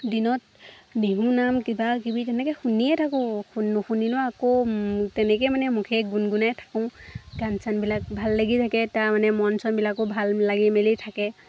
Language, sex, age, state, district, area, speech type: Assamese, female, 18-30, Assam, Lakhimpur, rural, spontaneous